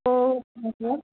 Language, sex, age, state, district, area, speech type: Tamil, female, 18-30, Tamil Nadu, Kanyakumari, rural, conversation